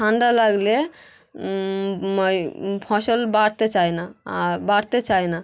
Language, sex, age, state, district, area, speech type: Bengali, female, 30-45, West Bengal, Hooghly, urban, spontaneous